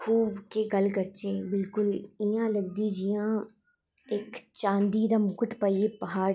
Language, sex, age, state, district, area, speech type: Dogri, female, 30-45, Jammu and Kashmir, Jammu, urban, spontaneous